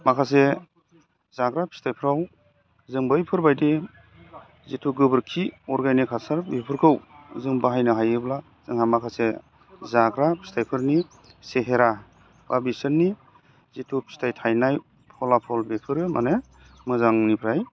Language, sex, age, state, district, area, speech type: Bodo, male, 30-45, Assam, Udalguri, urban, spontaneous